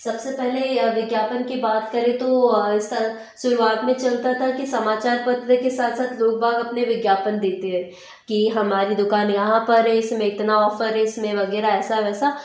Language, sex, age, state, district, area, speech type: Hindi, female, 18-30, Madhya Pradesh, Betul, urban, spontaneous